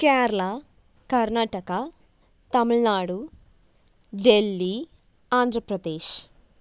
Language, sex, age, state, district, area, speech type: Tamil, female, 18-30, Tamil Nadu, Nagapattinam, rural, spontaneous